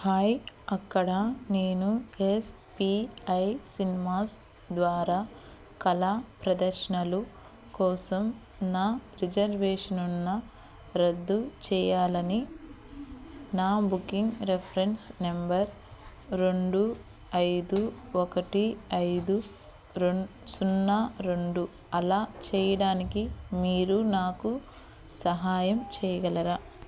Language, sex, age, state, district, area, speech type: Telugu, female, 30-45, Andhra Pradesh, Eluru, urban, read